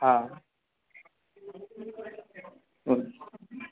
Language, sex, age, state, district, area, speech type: Tamil, male, 30-45, Tamil Nadu, Mayiladuthurai, urban, conversation